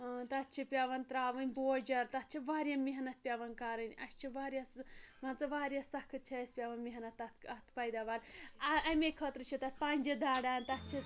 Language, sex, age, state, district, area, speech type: Kashmiri, female, 45-60, Jammu and Kashmir, Anantnag, rural, spontaneous